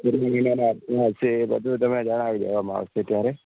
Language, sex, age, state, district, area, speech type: Gujarati, male, 18-30, Gujarat, Ahmedabad, urban, conversation